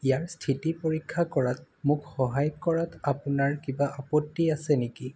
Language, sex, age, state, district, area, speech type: Assamese, male, 18-30, Assam, Jorhat, urban, read